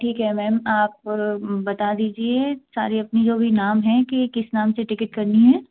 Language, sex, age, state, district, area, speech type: Hindi, female, 18-30, Madhya Pradesh, Gwalior, rural, conversation